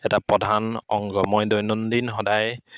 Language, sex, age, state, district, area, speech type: Assamese, male, 30-45, Assam, Dibrugarh, rural, spontaneous